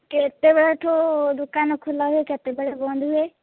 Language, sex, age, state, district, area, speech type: Odia, female, 18-30, Odisha, Balasore, rural, conversation